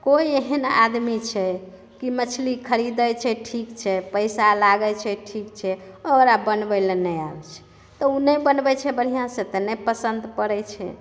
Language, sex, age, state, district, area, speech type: Maithili, female, 60+, Bihar, Madhepura, rural, spontaneous